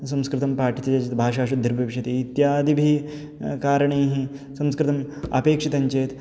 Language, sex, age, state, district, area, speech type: Sanskrit, male, 18-30, Karnataka, Bangalore Urban, urban, spontaneous